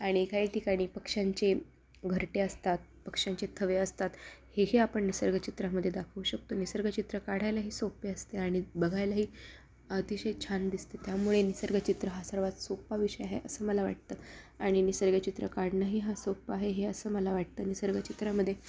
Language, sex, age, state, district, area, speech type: Marathi, female, 18-30, Maharashtra, Ahmednagar, rural, spontaneous